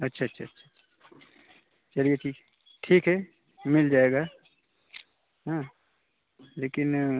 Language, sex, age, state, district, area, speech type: Hindi, male, 45-60, Uttar Pradesh, Jaunpur, rural, conversation